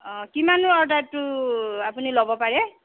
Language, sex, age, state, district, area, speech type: Assamese, female, 30-45, Assam, Sonitpur, rural, conversation